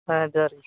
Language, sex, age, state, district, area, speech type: Santali, male, 18-30, West Bengal, Uttar Dinajpur, rural, conversation